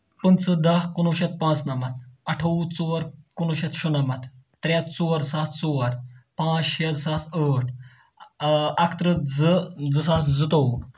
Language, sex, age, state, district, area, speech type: Kashmiri, male, 30-45, Jammu and Kashmir, Ganderbal, rural, spontaneous